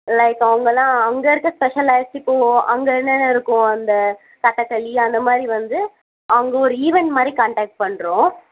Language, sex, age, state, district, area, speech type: Tamil, female, 45-60, Tamil Nadu, Tiruvallur, urban, conversation